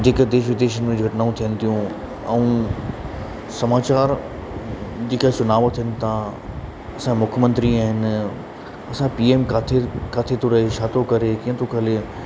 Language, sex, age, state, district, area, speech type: Sindhi, male, 30-45, Madhya Pradesh, Katni, urban, spontaneous